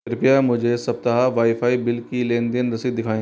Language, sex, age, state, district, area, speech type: Hindi, female, 45-60, Rajasthan, Jaipur, urban, read